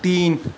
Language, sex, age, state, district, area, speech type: Urdu, male, 30-45, Delhi, Central Delhi, urban, read